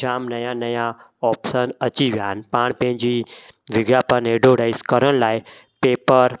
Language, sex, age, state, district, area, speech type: Sindhi, male, 30-45, Gujarat, Kutch, rural, spontaneous